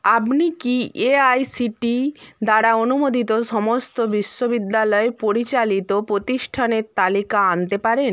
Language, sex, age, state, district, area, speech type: Bengali, female, 60+, West Bengal, Purba Medinipur, rural, read